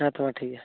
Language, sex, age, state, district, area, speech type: Santali, male, 18-30, West Bengal, Purulia, rural, conversation